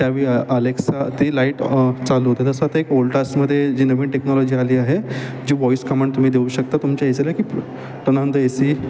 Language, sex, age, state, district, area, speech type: Marathi, male, 30-45, Maharashtra, Mumbai Suburban, urban, spontaneous